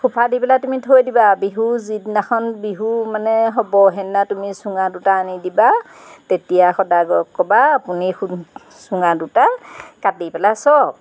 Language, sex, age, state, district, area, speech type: Assamese, female, 45-60, Assam, Golaghat, rural, spontaneous